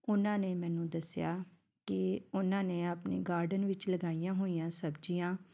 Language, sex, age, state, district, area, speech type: Punjabi, female, 45-60, Punjab, Fatehgarh Sahib, urban, spontaneous